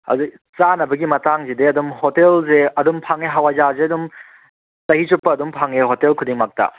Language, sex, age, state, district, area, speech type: Manipuri, male, 30-45, Manipur, Kangpokpi, urban, conversation